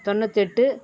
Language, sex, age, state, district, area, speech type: Tamil, female, 60+, Tamil Nadu, Viluppuram, rural, spontaneous